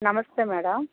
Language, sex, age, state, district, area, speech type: Telugu, female, 60+, Andhra Pradesh, Kadapa, rural, conversation